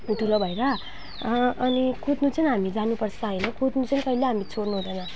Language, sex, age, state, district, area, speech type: Nepali, female, 18-30, West Bengal, Alipurduar, rural, spontaneous